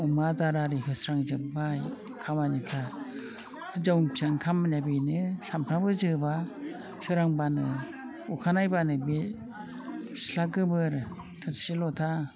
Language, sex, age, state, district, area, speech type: Bodo, female, 60+, Assam, Udalguri, rural, spontaneous